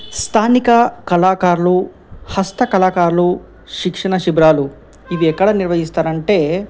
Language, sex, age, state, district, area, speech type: Telugu, male, 45-60, Telangana, Ranga Reddy, urban, spontaneous